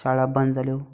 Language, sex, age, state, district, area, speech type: Goan Konkani, male, 30-45, Goa, Canacona, rural, spontaneous